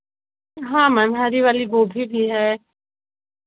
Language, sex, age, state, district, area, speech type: Hindi, female, 30-45, Uttar Pradesh, Chandauli, rural, conversation